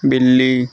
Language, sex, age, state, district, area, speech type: Hindi, male, 18-30, Uttar Pradesh, Pratapgarh, rural, read